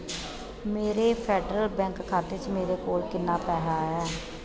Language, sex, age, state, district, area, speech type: Dogri, female, 30-45, Jammu and Kashmir, Kathua, rural, read